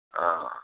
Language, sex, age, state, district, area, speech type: Urdu, male, 45-60, Bihar, Araria, rural, conversation